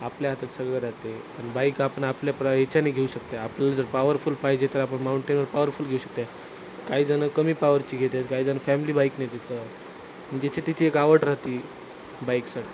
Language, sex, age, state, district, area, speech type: Marathi, male, 30-45, Maharashtra, Nanded, rural, spontaneous